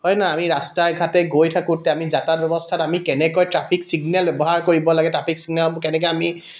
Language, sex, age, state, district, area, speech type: Assamese, male, 30-45, Assam, Dibrugarh, urban, spontaneous